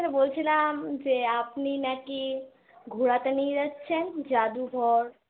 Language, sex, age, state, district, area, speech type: Bengali, female, 18-30, West Bengal, Malda, urban, conversation